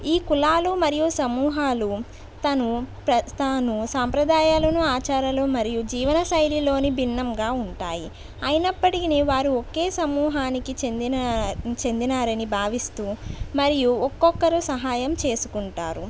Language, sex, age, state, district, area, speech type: Telugu, female, 60+, Andhra Pradesh, East Godavari, urban, spontaneous